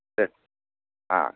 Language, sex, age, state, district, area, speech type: Tamil, male, 60+, Tamil Nadu, Namakkal, rural, conversation